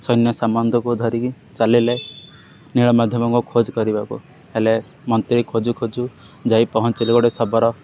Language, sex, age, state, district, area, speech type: Odia, male, 18-30, Odisha, Ganjam, urban, spontaneous